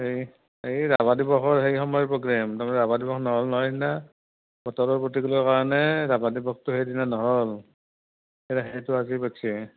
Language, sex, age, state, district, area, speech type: Assamese, male, 45-60, Assam, Nalbari, rural, conversation